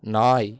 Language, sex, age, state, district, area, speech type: Tamil, male, 18-30, Tamil Nadu, Nagapattinam, rural, read